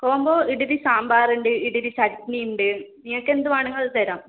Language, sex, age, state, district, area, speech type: Malayalam, female, 18-30, Kerala, Kasaragod, rural, conversation